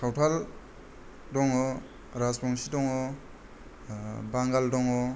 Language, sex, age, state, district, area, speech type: Bodo, male, 30-45, Assam, Kokrajhar, rural, spontaneous